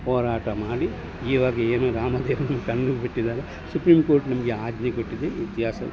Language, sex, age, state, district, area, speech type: Kannada, male, 60+, Karnataka, Dakshina Kannada, rural, spontaneous